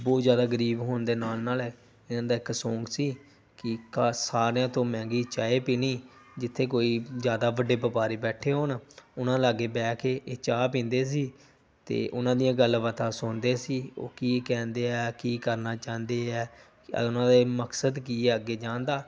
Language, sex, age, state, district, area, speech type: Punjabi, male, 30-45, Punjab, Pathankot, rural, spontaneous